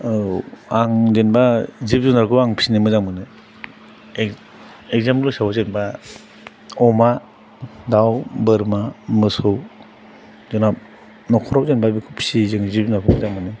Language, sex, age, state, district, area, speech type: Bodo, male, 45-60, Assam, Chirang, urban, spontaneous